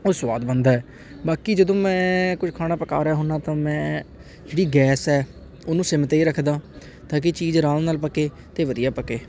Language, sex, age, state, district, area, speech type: Punjabi, male, 18-30, Punjab, Patiala, urban, spontaneous